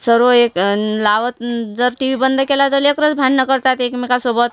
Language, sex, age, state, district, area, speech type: Marathi, female, 45-60, Maharashtra, Washim, rural, spontaneous